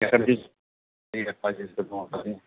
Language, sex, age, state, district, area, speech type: Telugu, male, 60+, Andhra Pradesh, Nandyal, urban, conversation